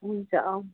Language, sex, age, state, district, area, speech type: Nepali, female, 45-60, West Bengal, Darjeeling, rural, conversation